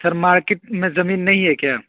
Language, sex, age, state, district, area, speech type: Urdu, male, 18-30, Uttar Pradesh, Saharanpur, urban, conversation